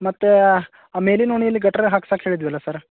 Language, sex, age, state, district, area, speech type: Kannada, male, 30-45, Karnataka, Dharwad, rural, conversation